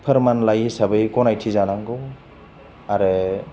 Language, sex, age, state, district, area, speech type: Bodo, male, 30-45, Assam, Chirang, rural, spontaneous